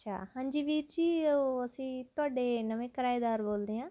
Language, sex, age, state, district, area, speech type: Punjabi, female, 30-45, Punjab, Barnala, rural, spontaneous